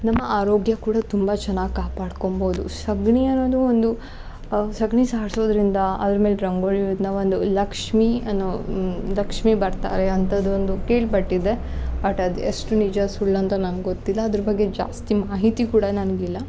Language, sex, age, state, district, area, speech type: Kannada, female, 18-30, Karnataka, Uttara Kannada, rural, spontaneous